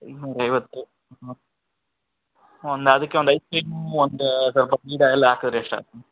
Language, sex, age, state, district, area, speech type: Kannada, male, 60+, Karnataka, Bangalore Urban, urban, conversation